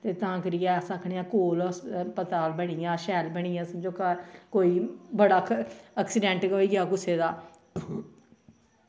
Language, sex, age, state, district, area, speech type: Dogri, female, 45-60, Jammu and Kashmir, Samba, rural, spontaneous